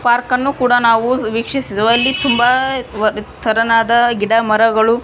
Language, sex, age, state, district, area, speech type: Kannada, female, 18-30, Karnataka, Gadag, rural, spontaneous